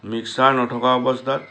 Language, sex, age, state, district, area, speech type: Assamese, male, 60+, Assam, Lakhimpur, urban, spontaneous